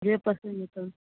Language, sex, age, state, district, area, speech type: Maithili, female, 60+, Bihar, Araria, rural, conversation